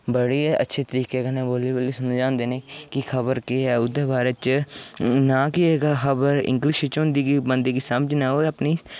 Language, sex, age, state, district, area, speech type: Dogri, male, 18-30, Jammu and Kashmir, Udhampur, rural, spontaneous